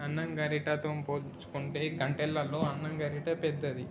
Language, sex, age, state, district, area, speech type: Telugu, male, 18-30, Telangana, Sangareddy, urban, spontaneous